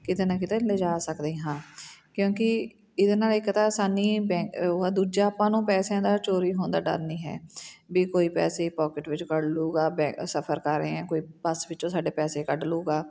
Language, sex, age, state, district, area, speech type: Punjabi, female, 30-45, Punjab, Fatehgarh Sahib, rural, spontaneous